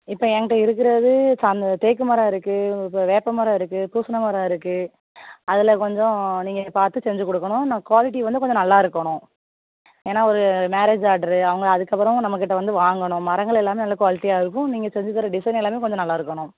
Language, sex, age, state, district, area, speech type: Tamil, female, 18-30, Tamil Nadu, Thoothukudi, rural, conversation